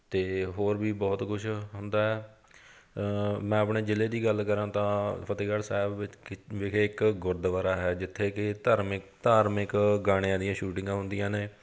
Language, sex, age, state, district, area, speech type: Punjabi, male, 30-45, Punjab, Fatehgarh Sahib, rural, spontaneous